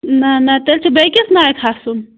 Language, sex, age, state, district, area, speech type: Kashmiri, female, 30-45, Jammu and Kashmir, Bandipora, rural, conversation